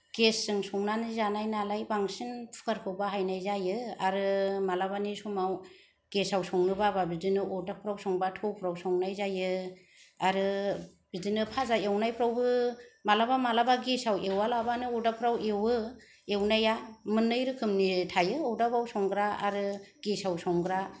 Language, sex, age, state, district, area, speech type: Bodo, female, 30-45, Assam, Kokrajhar, rural, spontaneous